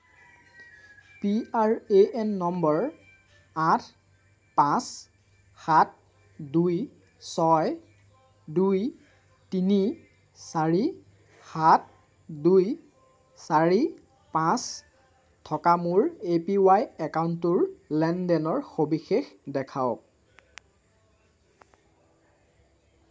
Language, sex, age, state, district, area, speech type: Assamese, male, 18-30, Assam, Lakhimpur, rural, read